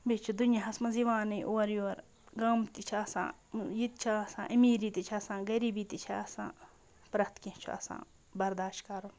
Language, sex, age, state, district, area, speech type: Kashmiri, female, 45-60, Jammu and Kashmir, Ganderbal, rural, spontaneous